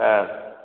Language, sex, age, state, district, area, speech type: Tamil, male, 60+, Tamil Nadu, Theni, rural, conversation